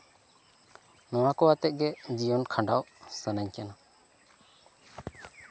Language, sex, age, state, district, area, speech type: Santali, male, 18-30, West Bengal, Bankura, rural, spontaneous